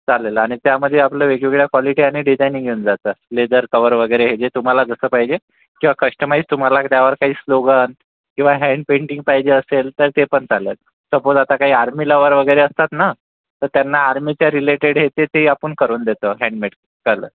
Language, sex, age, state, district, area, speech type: Marathi, male, 45-60, Maharashtra, Amravati, urban, conversation